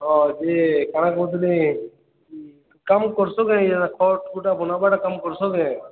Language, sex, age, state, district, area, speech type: Odia, male, 30-45, Odisha, Balangir, urban, conversation